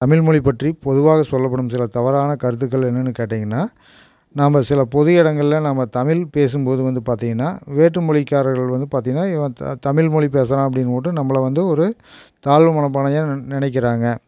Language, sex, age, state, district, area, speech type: Tamil, male, 45-60, Tamil Nadu, Erode, rural, spontaneous